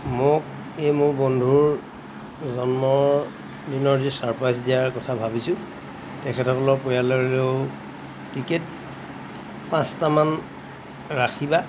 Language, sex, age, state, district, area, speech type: Assamese, male, 45-60, Assam, Golaghat, urban, spontaneous